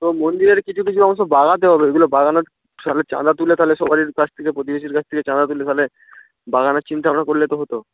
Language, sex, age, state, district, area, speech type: Bengali, male, 18-30, West Bengal, North 24 Parganas, rural, conversation